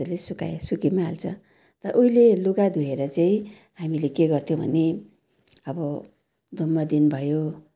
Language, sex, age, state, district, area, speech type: Nepali, female, 60+, West Bengal, Darjeeling, rural, spontaneous